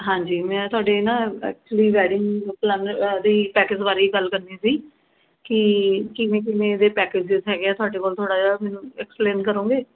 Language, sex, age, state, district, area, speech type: Punjabi, female, 30-45, Punjab, Mohali, urban, conversation